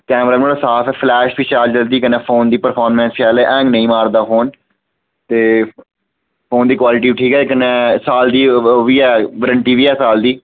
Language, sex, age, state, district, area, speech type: Dogri, male, 30-45, Jammu and Kashmir, Udhampur, urban, conversation